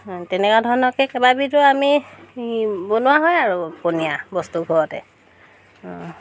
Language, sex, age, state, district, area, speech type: Assamese, female, 30-45, Assam, Tinsukia, urban, spontaneous